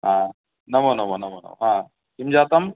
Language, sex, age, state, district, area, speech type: Sanskrit, male, 45-60, Odisha, Cuttack, urban, conversation